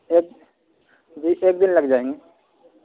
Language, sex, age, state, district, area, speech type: Urdu, male, 18-30, Bihar, Purnia, rural, conversation